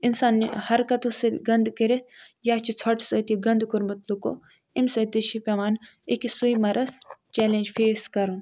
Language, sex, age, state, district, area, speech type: Kashmiri, female, 60+, Jammu and Kashmir, Ganderbal, urban, spontaneous